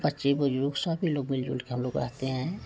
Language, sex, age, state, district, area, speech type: Hindi, female, 45-60, Uttar Pradesh, Prayagraj, rural, spontaneous